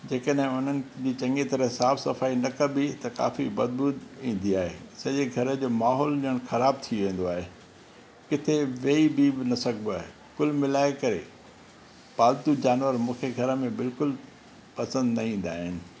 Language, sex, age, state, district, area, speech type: Sindhi, male, 60+, Rajasthan, Ajmer, urban, spontaneous